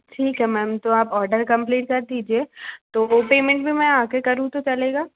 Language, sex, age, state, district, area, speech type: Hindi, female, 45-60, Madhya Pradesh, Bhopal, urban, conversation